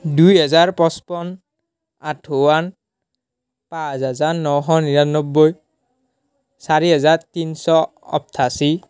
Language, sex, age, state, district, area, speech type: Assamese, male, 18-30, Assam, Nalbari, rural, spontaneous